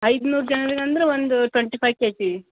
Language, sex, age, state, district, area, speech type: Kannada, female, 30-45, Karnataka, Gulbarga, urban, conversation